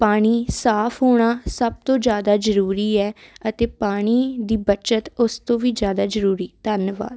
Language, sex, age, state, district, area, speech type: Punjabi, female, 18-30, Punjab, Jalandhar, urban, spontaneous